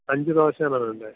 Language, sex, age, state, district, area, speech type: Malayalam, male, 30-45, Kerala, Thiruvananthapuram, rural, conversation